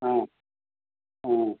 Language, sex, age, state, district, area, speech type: Tamil, male, 60+, Tamil Nadu, Perambalur, rural, conversation